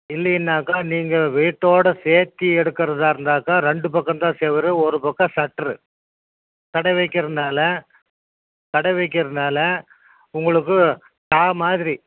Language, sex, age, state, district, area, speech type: Tamil, male, 60+, Tamil Nadu, Coimbatore, urban, conversation